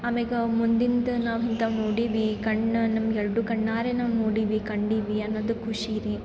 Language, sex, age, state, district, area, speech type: Kannada, female, 18-30, Karnataka, Gulbarga, urban, spontaneous